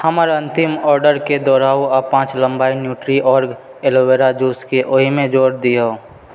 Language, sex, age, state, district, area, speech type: Maithili, male, 30-45, Bihar, Purnia, urban, read